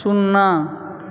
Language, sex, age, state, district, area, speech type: Maithili, male, 30-45, Bihar, Supaul, rural, read